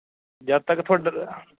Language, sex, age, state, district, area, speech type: Punjabi, male, 30-45, Punjab, Mohali, urban, conversation